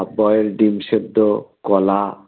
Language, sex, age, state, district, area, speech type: Bengali, male, 45-60, West Bengal, Dakshin Dinajpur, rural, conversation